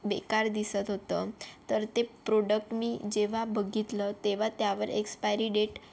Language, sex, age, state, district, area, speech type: Marathi, female, 18-30, Maharashtra, Yavatmal, rural, spontaneous